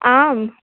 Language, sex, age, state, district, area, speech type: Sanskrit, female, 18-30, Maharashtra, Wardha, urban, conversation